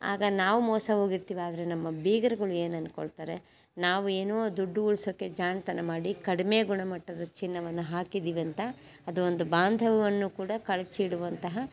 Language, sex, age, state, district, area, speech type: Kannada, female, 60+, Karnataka, Chitradurga, rural, spontaneous